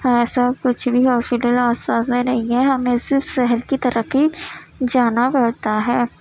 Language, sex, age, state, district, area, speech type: Urdu, female, 18-30, Uttar Pradesh, Gautam Buddha Nagar, urban, spontaneous